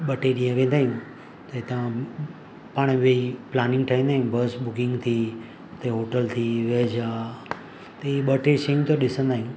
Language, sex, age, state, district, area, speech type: Sindhi, male, 45-60, Maharashtra, Mumbai Suburban, urban, spontaneous